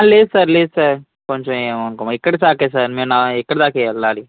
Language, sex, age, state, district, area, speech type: Telugu, male, 18-30, Andhra Pradesh, Srikakulam, rural, conversation